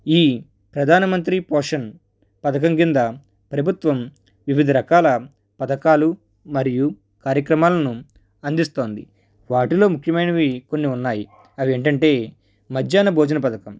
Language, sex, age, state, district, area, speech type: Telugu, male, 30-45, Andhra Pradesh, East Godavari, rural, spontaneous